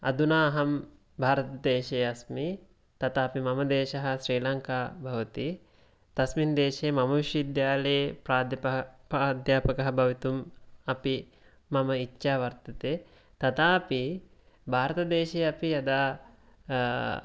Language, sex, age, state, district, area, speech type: Sanskrit, male, 18-30, Karnataka, Mysore, rural, spontaneous